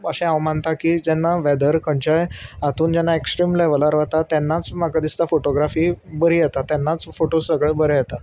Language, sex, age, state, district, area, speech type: Goan Konkani, male, 30-45, Goa, Salcete, urban, spontaneous